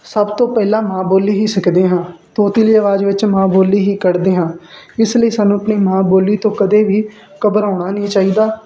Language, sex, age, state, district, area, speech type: Punjabi, male, 18-30, Punjab, Muktsar, urban, spontaneous